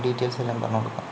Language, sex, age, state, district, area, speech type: Malayalam, male, 30-45, Kerala, Palakkad, urban, spontaneous